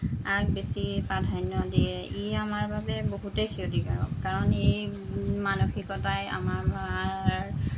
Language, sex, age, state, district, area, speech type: Assamese, female, 30-45, Assam, Jorhat, urban, spontaneous